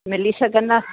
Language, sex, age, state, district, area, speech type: Sindhi, female, 60+, Uttar Pradesh, Lucknow, urban, conversation